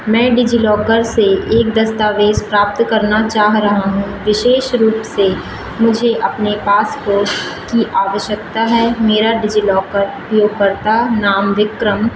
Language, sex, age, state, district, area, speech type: Hindi, female, 18-30, Madhya Pradesh, Seoni, urban, read